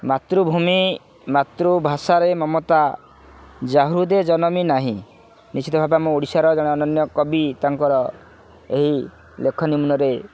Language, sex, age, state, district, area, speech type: Odia, male, 30-45, Odisha, Kendrapara, urban, spontaneous